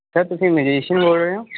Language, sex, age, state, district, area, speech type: Punjabi, male, 18-30, Punjab, Ludhiana, urban, conversation